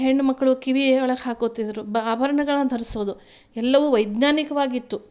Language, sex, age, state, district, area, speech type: Kannada, female, 45-60, Karnataka, Gulbarga, urban, spontaneous